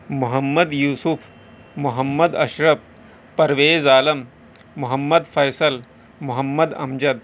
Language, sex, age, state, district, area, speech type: Urdu, male, 30-45, Uttar Pradesh, Balrampur, rural, spontaneous